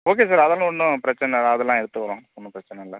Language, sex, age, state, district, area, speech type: Tamil, male, 30-45, Tamil Nadu, Cuddalore, rural, conversation